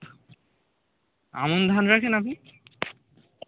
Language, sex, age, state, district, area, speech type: Bengali, male, 18-30, West Bengal, Birbhum, urban, conversation